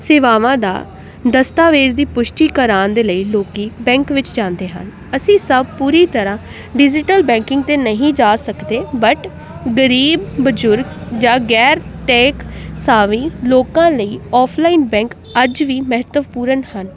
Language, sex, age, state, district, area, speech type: Punjabi, female, 18-30, Punjab, Jalandhar, urban, spontaneous